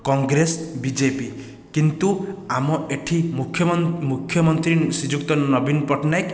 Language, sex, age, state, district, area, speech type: Odia, male, 30-45, Odisha, Khordha, rural, spontaneous